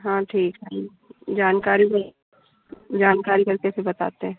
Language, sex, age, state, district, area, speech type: Hindi, female, 60+, Uttar Pradesh, Hardoi, rural, conversation